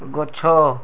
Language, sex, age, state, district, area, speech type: Odia, male, 30-45, Odisha, Bargarh, rural, read